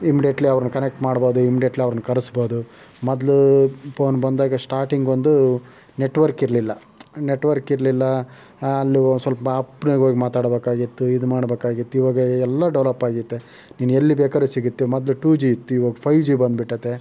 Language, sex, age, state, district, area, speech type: Kannada, male, 18-30, Karnataka, Chitradurga, rural, spontaneous